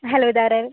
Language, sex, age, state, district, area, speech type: Malayalam, female, 18-30, Kerala, Kozhikode, rural, conversation